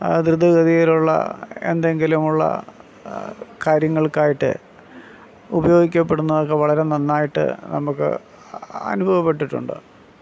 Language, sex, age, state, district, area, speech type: Malayalam, male, 45-60, Kerala, Alappuzha, rural, spontaneous